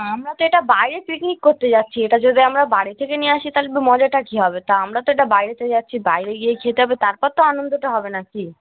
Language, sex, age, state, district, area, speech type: Bengali, female, 18-30, West Bengal, Cooch Behar, urban, conversation